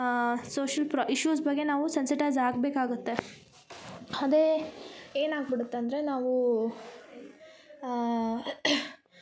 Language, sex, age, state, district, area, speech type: Kannada, female, 18-30, Karnataka, Koppal, rural, spontaneous